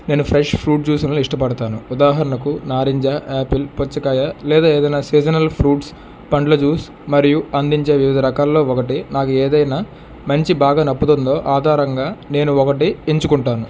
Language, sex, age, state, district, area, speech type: Telugu, male, 30-45, Andhra Pradesh, N T Rama Rao, rural, spontaneous